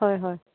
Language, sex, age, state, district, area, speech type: Assamese, female, 60+, Assam, Dibrugarh, rural, conversation